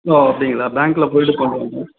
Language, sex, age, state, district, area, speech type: Tamil, male, 18-30, Tamil Nadu, Ranipet, urban, conversation